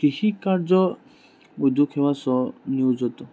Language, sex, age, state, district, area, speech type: Assamese, male, 18-30, Assam, Sonitpur, urban, spontaneous